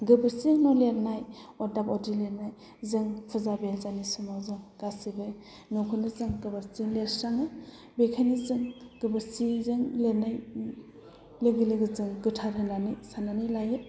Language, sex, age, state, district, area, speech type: Bodo, female, 30-45, Assam, Udalguri, rural, spontaneous